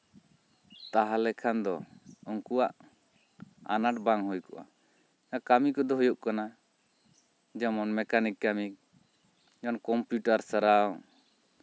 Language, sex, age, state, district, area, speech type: Santali, male, 30-45, West Bengal, Bankura, rural, spontaneous